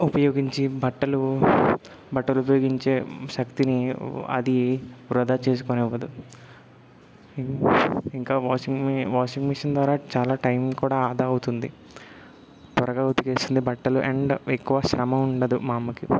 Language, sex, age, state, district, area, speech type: Telugu, male, 18-30, Telangana, Peddapalli, rural, spontaneous